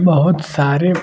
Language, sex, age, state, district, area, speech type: Hindi, male, 18-30, Uttar Pradesh, Varanasi, rural, spontaneous